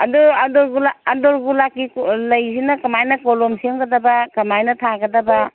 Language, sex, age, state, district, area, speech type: Manipuri, female, 60+, Manipur, Imphal East, rural, conversation